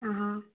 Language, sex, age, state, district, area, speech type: Hindi, female, 18-30, Rajasthan, Karauli, rural, conversation